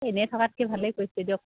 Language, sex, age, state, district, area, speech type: Assamese, female, 30-45, Assam, Sivasagar, rural, conversation